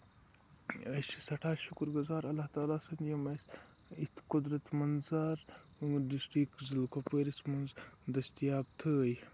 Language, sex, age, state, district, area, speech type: Kashmiri, male, 18-30, Jammu and Kashmir, Kupwara, urban, spontaneous